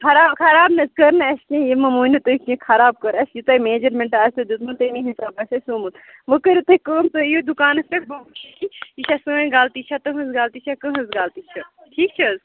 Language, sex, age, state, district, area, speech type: Kashmiri, female, 18-30, Jammu and Kashmir, Kupwara, rural, conversation